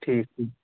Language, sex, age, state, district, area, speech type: Kashmiri, male, 18-30, Jammu and Kashmir, Shopian, urban, conversation